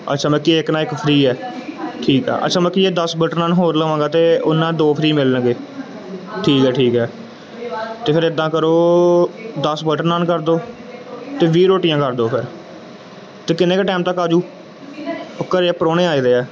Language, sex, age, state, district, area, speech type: Punjabi, male, 18-30, Punjab, Gurdaspur, urban, spontaneous